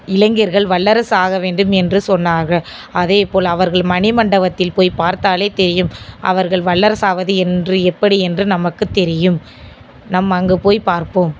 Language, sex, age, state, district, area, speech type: Tamil, female, 18-30, Tamil Nadu, Sivaganga, rural, spontaneous